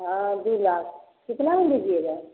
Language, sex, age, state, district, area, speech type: Hindi, female, 30-45, Bihar, Samastipur, rural, conversation